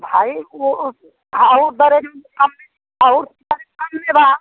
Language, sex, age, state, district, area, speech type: Hindi, female, 60+, Uttar Pradesh, Prayagraj, urban, conversation